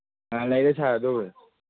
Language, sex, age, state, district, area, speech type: Manipuri, male, 18-30, Manipur, Churachandpur, rural, conversation